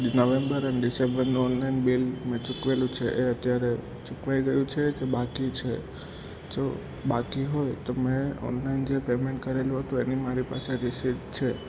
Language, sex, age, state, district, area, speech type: Gujarati, male, 18-30, Gujarat, Ahmedabad, urban, spontaneous